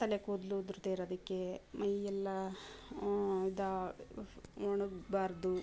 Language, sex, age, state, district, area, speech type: Kannada, female, 45-60, Karnataka, Mysore, rural, spontaneous